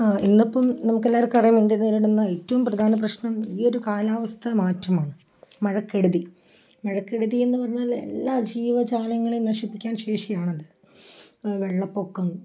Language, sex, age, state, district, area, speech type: Malayalam, female, 30-45, Kerala, Kozhikode, rural, spontaneous